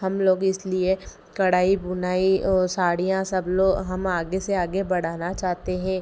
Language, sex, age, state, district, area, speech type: Hindi, female, 30-45, Madhya Pradesh, Ujjain, urban, spontaneous